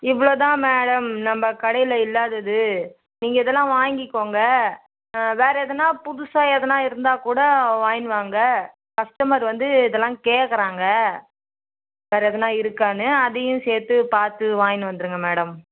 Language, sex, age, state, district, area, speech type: Tamil, female, 60+, Tamil Nadu, Viluppuram, rural, conversation